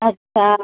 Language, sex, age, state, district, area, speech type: Telugu, female, 18-30, Telangana, Karimnagar, urban, conversation